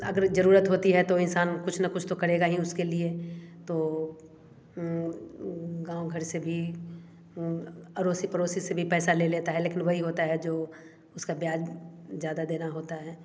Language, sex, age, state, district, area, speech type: Hindi, female, 30-45, Bihar, Samastipur, urban, spontaneous